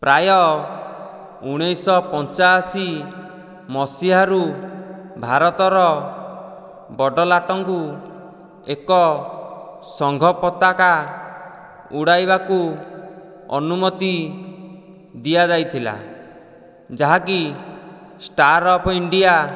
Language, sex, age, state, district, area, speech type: Odia, male, 30-45, Odisha, Dhenkanal, rural, read